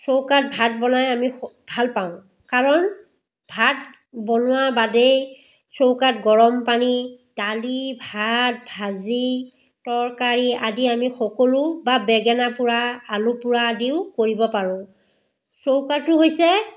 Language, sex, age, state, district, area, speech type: Assamese, female, 45-60, Assam, Biswanath, rural, spontaneous